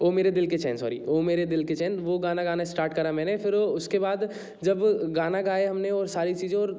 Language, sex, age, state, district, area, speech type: Hindi, male, 30-45, Madhya Pradesh, Jabalpur, urban, spontaneous